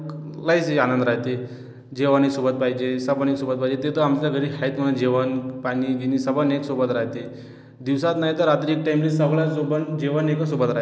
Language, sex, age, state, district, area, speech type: Marathi, male, 18-30, Maharashtra, Washim, rural, spontaneous